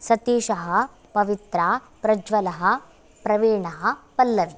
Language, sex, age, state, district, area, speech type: Sanskrit, female, 18-30, Karnataka, Bagalkot, urban, spontaneous